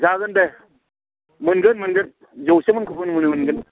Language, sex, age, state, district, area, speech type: Bodo, male, 45-60, Assam, Udalguri, rural, conversation